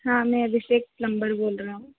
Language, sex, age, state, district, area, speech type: Hindi, female, 18-30, Madhya Pradesh, Harda, urban, conversation